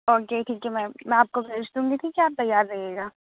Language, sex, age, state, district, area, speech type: Urdu, female, 30-45, Uttar Pradesh, Aligarh, rural, conversation